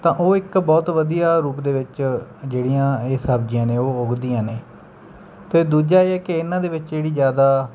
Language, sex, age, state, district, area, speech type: Punjabi, male, 30-45, Punjab, Bathinda, rural, spontaneous